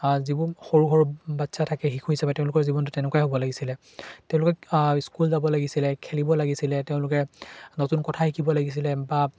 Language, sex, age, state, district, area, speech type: Assamese, male, 18-30, Assam, Charaideo, urban, spontaneous